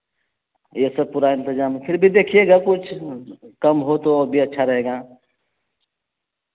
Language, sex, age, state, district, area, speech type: Urdu, male, 45-60, Bihar, Araria, rural, conversation